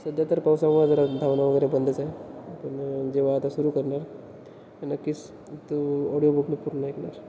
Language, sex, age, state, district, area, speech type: Marathi, male, 18-30, Maharashtra, Wardha, urban, spontaneous